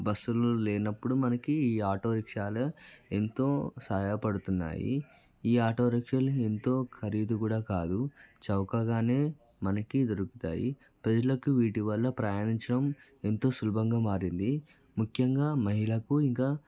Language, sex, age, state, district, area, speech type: Telugu, male, 30-45, Telangana, Vikarabad, urban, spontaneous